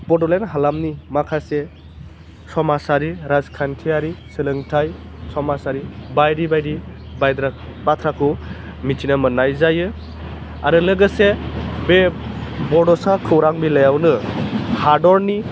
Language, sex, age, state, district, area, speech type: Bodo, male, 18-30, Assam, Baksa, rural, spontaneous